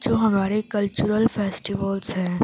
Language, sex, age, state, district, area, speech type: Urdu, female, 18-30, Uttar Pradesh, Gautam Buddha Nagar, rural, spontaneous